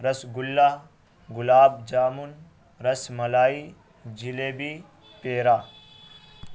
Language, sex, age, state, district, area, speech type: Urdu, male, 18-30, Bihar, Araria, rural, spontaneous